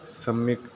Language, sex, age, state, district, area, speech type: Sanskrit, male, 18-30, Kerala, Ernakulam, rural, spontaneous